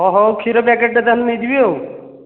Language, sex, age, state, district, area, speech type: Odia, male, 30-45, Odisha, Nayagarh, rural, conversation